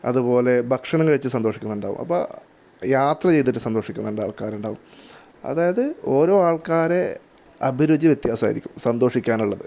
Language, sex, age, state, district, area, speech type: Malayalam, male, 30-45, Kerala, Kasaragod, rural, spontaneous